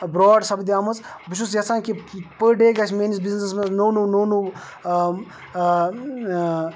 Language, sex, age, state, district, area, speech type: Kashmiri, male, 30-45, Jammu and Kashmir, Baramulla, rural, spontaneous